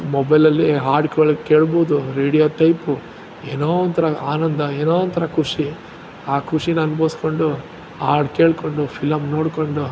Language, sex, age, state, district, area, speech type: Kannada, male, 45-60, Karnataka, Ramanagara, urban, spontaneous